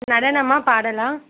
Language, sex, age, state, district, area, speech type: Tamil, female, 18-30, Tamil Nadu, Tiruvallur, urban, conversation